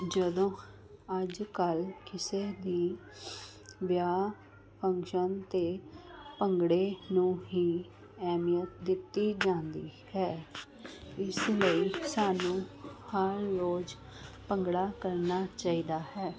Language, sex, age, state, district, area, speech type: Punjabi, female, 30-45, Punjab, Jalandhar, urban, spontaneous